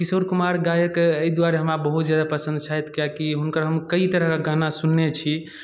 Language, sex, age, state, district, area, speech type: Maithili, male, 18-30, Bihar, Darbhanga, rural, spontaneous